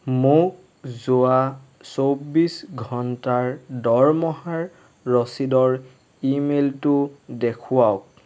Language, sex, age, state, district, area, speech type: Assamese, male, 30-45, Assam, Golaghat, urban, read